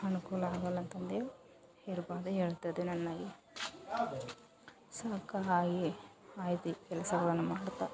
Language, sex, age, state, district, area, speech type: Kannada, female, 18-30, Karnataka, Vijayanagara, rural, spontaneous